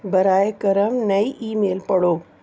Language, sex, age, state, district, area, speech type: Urdu, female, 30-45, Delhi, Central Delhi, urban, read